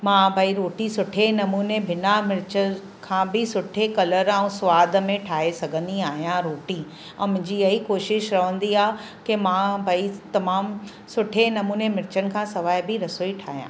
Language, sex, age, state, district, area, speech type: Sindhi, female, 45-60, Maharashtra, Mumbai City, urban, spontaneous